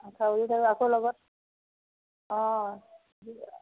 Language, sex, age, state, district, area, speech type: Assamese, female, 45-60, Assam, Majuli, urban, conversation